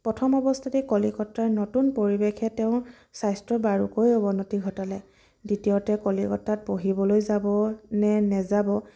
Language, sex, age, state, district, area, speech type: Assamese, female, 30-45, Assam, Sivasagar, rural, spontaneous